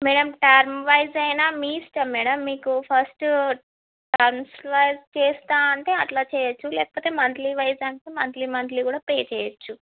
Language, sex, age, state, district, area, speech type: Telugu, female, 18-30, Andhra Pradesh, Srikakulam, urban, conversation